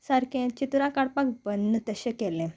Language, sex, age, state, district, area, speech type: Goan Konkani, female, 18-30, Goa, Salcete, rural, spontaneous